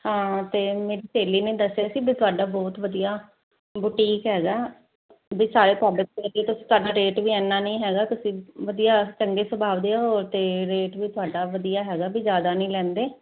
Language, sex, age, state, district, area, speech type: Punjabi, female, 30-45, Punjab, Firozpur, urban, conversation